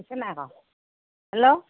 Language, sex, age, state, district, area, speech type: Assamese, female, 45-60, Assam, Golaghat, urban, conversation